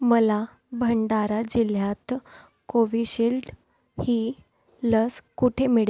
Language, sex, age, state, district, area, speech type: Marathi, female, 18-30, Maharashtra, Nagpur, urban, read